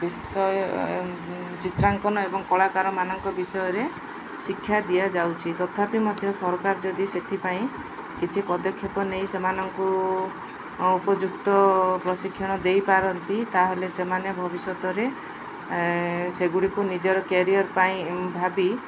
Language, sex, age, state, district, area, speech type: Odia, female, 45-60, Odisha, Koraput, urban, spontaneous